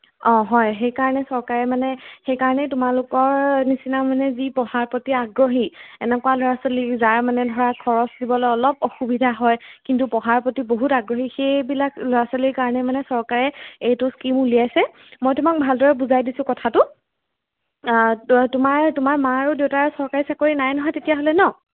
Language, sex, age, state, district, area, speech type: Assamese, female, 18-30, Assam, Jorhat, urban, conversation